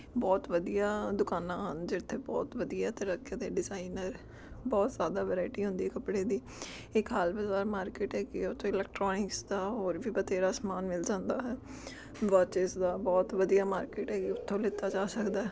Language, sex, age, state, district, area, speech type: Punjabi, female, 30-45, Punjab, Amritsar, urban, spontaneous